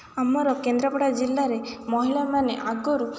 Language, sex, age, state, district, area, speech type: Odia, female, 18-30, Odisha, Kendrapara, urban, spontaneous